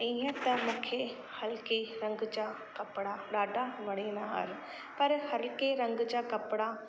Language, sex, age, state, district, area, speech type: Sindhi, female, 30-45, Rajasthan, Ajmer, urban, spontaneous